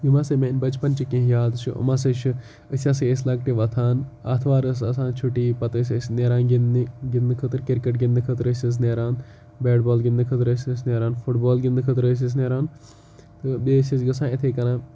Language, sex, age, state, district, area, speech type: Kashmiri, male, 18-30, Jammu and Kashmir, Kupwara, rural, spontaneous